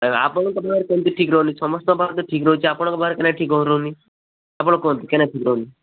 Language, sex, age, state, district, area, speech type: Odia, male, 18-30, Odisha, Balasore, rural, conversation